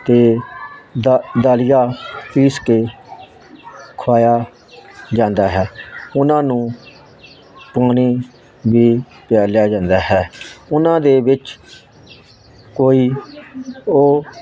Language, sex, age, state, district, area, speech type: Punjabi, male, 60+, Punjab, Hoshiarpur, rural, spontaneous